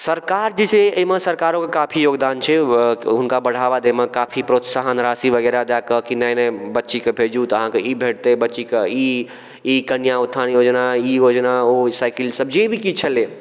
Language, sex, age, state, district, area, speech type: Maithili, male, 18-30, Bihar, Darbhanga, rural, spontaneous